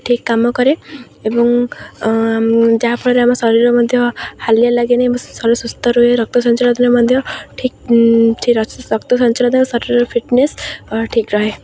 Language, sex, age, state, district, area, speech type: Odia, female, 18-30, Odisha, Jagatsinghpur, rural, spontaneous